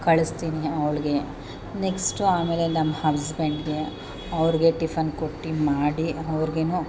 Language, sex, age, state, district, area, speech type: Kannada, female, 30-45, Karnataka, Chamarajanagar, rural, spontaneous